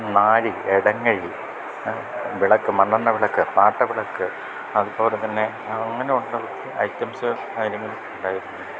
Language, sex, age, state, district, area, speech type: Malayalam, male, 60+, Kerala, Idukki, rural, spontaneous